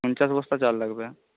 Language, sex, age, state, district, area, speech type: Bengali, male, 18-30, West Bengal, Jhargram, rural, conversation